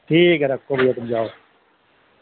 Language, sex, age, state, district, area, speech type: Urdu, male, 45-60, Bihar, Saharsa, rural, conversation